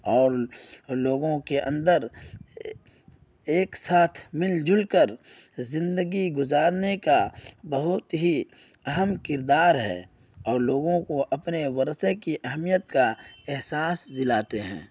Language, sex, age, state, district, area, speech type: Urdu, male, 18-30, Bihar, Purnia, rural, spontaneous